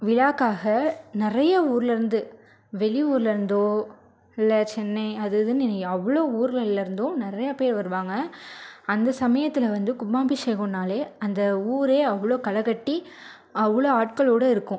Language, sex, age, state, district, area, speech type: Tamil, female, 30-45, Tamil Nadu, Ariyalur, rural, spontaneous